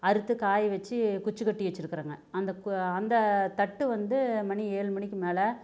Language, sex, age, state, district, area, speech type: Tamil, female, 45-60, Tamil Nadu, Namakkal, rural, spontaneous